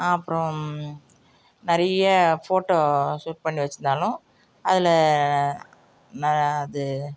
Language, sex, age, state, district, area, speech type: Tamil, female, 45-60, Tamil Nadu, Nagapattinam, rural, spontaneous